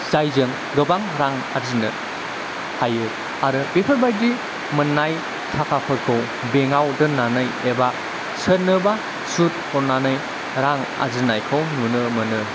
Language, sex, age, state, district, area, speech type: Bodo, male, 30-45, Assam, Kokrajhar, rural, spontaneous